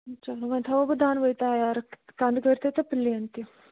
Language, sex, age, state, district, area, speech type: Kashmiri, female, 45-60, Jammu and Kashmir, Bandipora, rural, conversation